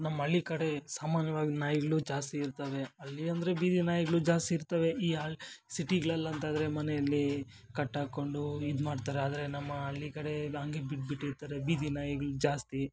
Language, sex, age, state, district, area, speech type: Kannada, male, 45-60, Karnataka, Kolar, rural, spontaneous